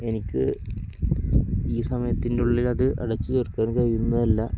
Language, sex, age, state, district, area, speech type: Malayalam, male, 18-30, Kerala, Kozhikode, rural, spontaneous